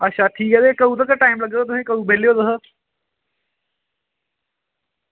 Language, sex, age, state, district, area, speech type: Dogri, male, 30-45, Jammu and Kashmir, Samba, rural, conversation